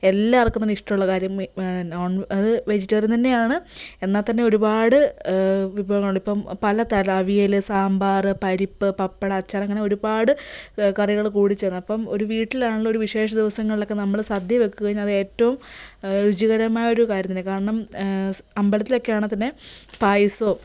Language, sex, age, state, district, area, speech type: Malayalam, female, 18-30, Kerala, Kottayam, rural, spontaneous